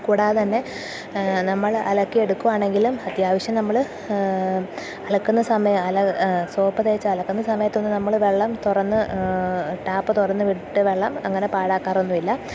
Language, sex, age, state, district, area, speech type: Malayalam, female, 30-45, Kerala, Kottayam, rural, spontaneous